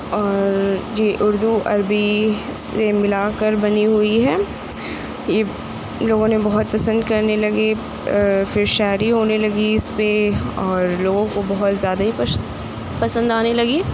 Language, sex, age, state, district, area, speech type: Urdu, female, 18-30, Uttar Pradesh, Mau, urban, spontaneous